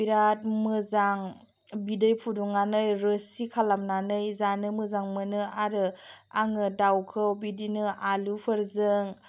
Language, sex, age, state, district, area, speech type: Bodo, female, 30-45, Assam, Chirang, rural, spontaneous